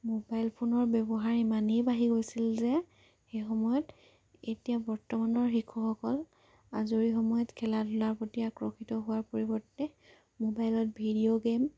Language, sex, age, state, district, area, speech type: Assamese, female, 18-30, Assam, Jorhat, urban, spontaneous